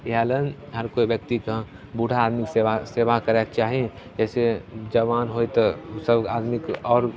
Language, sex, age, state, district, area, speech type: Maithili, male, 18-30, Bihar, Begusarai, rural, spontaneous